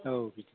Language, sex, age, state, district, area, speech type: Bodo, male, 45-60, Assam, Chirang, urban, conversation